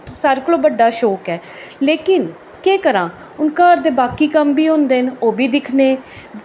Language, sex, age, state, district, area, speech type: Dogri, female, 45-60, Jammu and Kashmir, Jammu, urban, spontaneous